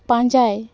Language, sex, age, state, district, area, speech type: Santali, female, 30-45, West Bengal, Jhargram, rural, read